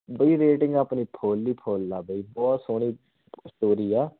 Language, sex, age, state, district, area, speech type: Punjabi, male, 18-30, Punjab, Muktsar, urban, conversation